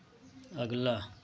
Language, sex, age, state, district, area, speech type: Hindi, male, 30-45, Uttar Pradesh, Prayagraj, rural, read